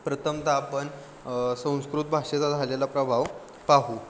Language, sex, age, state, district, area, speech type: Marathi, male, 18-30, Maharashtra, Ratnagiri, rural, spontaneous